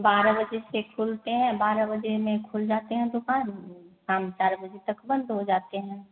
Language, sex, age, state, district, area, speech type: Hindi, female, 30-45, Bihar, Samastipur, rural, conversation